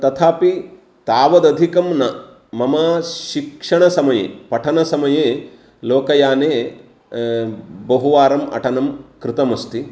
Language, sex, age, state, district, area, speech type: Sanskrit, male, 45-60, Karnataka, Uttara Kannada, urban, spontaneous